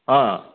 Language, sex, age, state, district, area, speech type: Assamese, male, 45-60, Assam, Kamrup Metropolitan, urban, conversation